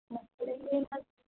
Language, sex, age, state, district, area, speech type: Odia, female, 18-30, Odisha, Rayagada, rural, conversation